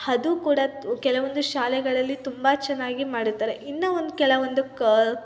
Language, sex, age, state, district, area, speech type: Kannada, female, 18-30, Karnataka, Chitradurga, urban, spontaneous